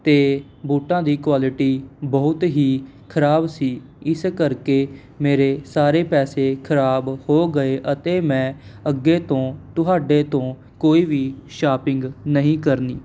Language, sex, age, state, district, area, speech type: Punjabi, male, 18-30, Punjab, Mohali, urban, spontaneous